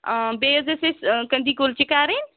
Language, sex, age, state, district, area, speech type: Kashmiri, female, 45-60, Jammu and Kashmir, Srinagar, urban, conversation